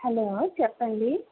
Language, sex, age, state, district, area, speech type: Telugu, female, 30-45, Andhra Pradesh, N T Rama Rao, urban, conversation